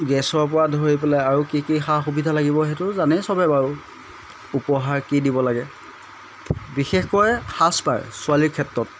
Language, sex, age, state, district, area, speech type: Assamese, male, 30-45, Assam, Jorhat, urban, spontaneous